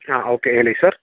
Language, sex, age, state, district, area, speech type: Kannada, male, 30-45, Karnataka, Bangalore Urban, urban, conversation